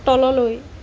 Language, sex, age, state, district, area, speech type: Assamese, female, 60+, Assam, Nagaon, rural, read